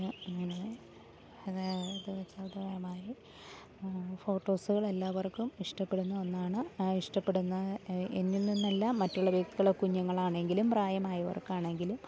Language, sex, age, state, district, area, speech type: Malayalam, female, 30-45, Kerala, Idukki, rural, spontaneous